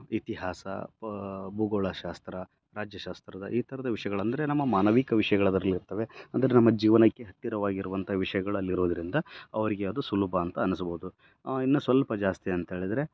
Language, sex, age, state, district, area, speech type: Kannada, male, 30-45, Karnataka, Bellary, rural, spontaneous